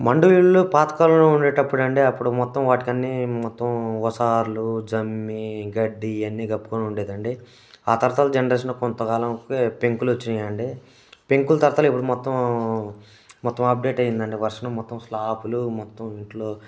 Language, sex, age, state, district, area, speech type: Telugu, male, 30-45, Telangana, Khammam, rural, spontaneous